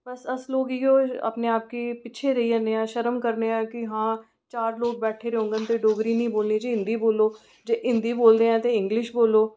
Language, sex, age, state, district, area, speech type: Dogri, female, 30-45, Jammu and Kashmir, Reasi, urban, spontaneous